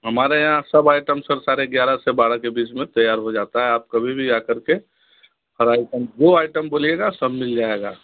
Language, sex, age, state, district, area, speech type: Hindi, male, 60+, Bihar, Darbhanga, urban, conversation